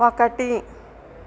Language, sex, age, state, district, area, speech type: Telugu, female, 45-60, Andhra Pradesh, East Godavari, rural, read